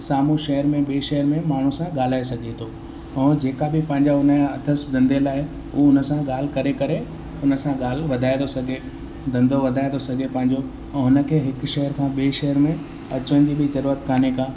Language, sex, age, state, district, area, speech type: Sindhi, male, 18-30, Gujarat, Kutch, urban, spontaneous